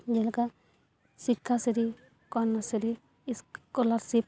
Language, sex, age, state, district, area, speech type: Santali, female, 18-30, West Bengal, Paschim Bardhaman, rural, spontaneous